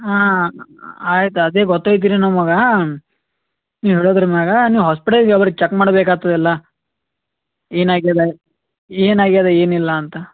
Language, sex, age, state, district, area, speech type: Kannada, male, 18-30, Karnataka, Gulbarga, urban, conversation